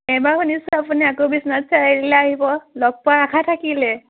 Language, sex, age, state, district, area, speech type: Assamese, female, 30-45, Assam, Biswanath, rural, conversation